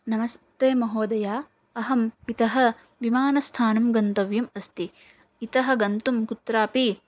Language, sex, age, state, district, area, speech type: Sanskrit, female, 18-30, Karnataka, Shimoga, urban, spontaneous